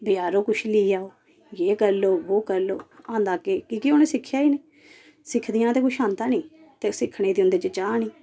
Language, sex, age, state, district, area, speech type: Dogri, female, 30-45, Jammu and Kashmir, Samba, rural, spontaneous